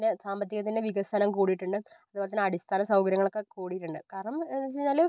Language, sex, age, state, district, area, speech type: Malayalam, female, 18-30, Kerala, Kozhikode, urban, spontaneous